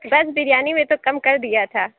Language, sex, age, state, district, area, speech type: Urdu, female, 18-30, Uttar Pradesh, Lucknow, rural, conversation